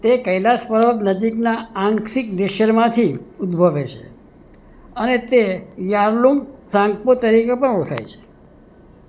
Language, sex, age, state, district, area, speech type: Gujarati, male, 60+, Gujarat, Surat, urban, read